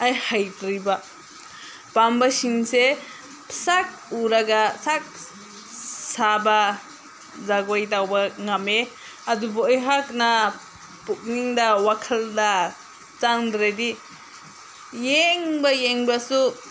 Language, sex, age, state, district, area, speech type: Manipuri, female, 30-45, Manipur, Senapati, rural, spontaneous